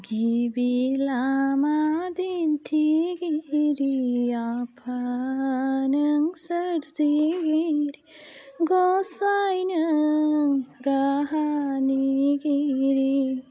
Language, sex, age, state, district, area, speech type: Bodo, female, 30-45, Assam, Udalguri, urban, spontaneous